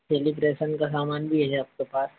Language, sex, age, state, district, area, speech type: Hindi, male, 30-45, Madhya Pradesh, Harda, urban, conversation